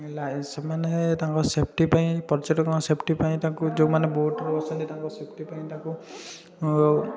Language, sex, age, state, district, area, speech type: Odia, male, 18-30, Odisha, Puri, urban, spontaneous